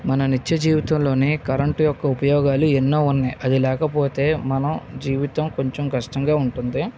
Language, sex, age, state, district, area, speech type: Telugu, male, 30-45, Andhra Pradesh, Visakhapatnam, urban, spontaneous